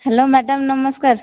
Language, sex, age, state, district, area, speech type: Odia, female, 18-30, Odisha, Nayagarh, rural, conversation